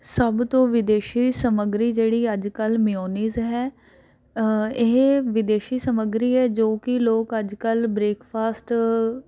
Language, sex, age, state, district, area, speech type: Punjabi, female, 18-30, Punjab, Rupnagar, urban, spontaneous